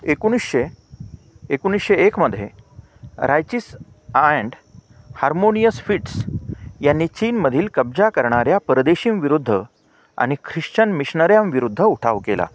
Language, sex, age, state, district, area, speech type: Marathi, male, 45-60, Maharashtra, Nanded, urban, read